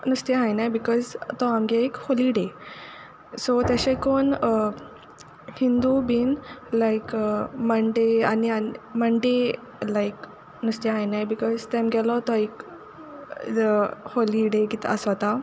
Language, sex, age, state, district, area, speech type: Goan Konkani, female, 18-30, Goa, Quepem, rural, spontaneous